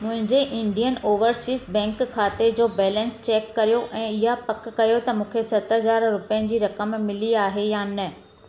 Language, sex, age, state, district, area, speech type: Sindhi, female, 45-60, Gujarat, Surat, urban, read